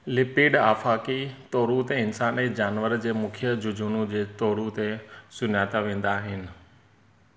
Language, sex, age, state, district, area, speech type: Sindhi, male, 30-45, Gujarat, Surat, urban, read